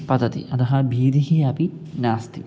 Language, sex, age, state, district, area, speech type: Sanskrit, male, 18-30, Kerala, Kozhikode, rural, spontaneous